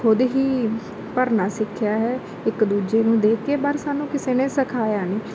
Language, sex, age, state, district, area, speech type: Punjabi, female, 30-45, Punjab, Bathinda, rural, spontaneous